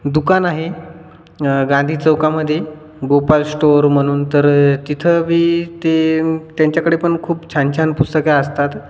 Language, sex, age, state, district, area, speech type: Marathi, male, 18-30, Maharashtra, Hingoli, rural, spontaneous